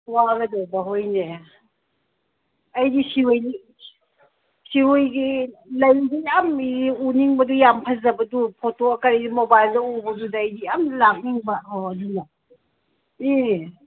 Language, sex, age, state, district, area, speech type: Manipuri, female, 60+, Manipur, Ukhrul, rural, conversation